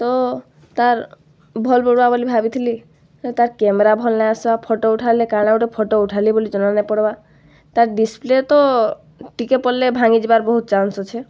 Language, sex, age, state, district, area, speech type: Odia, female, 18-30, Odisha, Boudh, rural, spontaneous